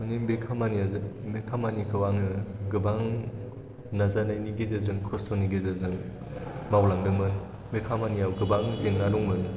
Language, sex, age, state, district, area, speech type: Bodo, male, 18-30, Assam, Chirang, rural, spontaneous